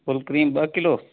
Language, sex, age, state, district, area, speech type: Sindhi, male, 45-60, Delhi, South Delhi, urban, conversation